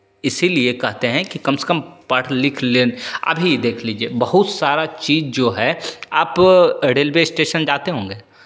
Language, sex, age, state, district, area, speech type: Hindi, male, 30-45, Bihar, Begusarai, rural, spontaneous